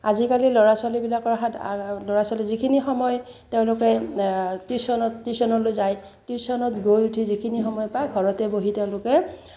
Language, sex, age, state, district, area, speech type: Assamese, female, 60+, Assam, Udalguri, rural, spontaneous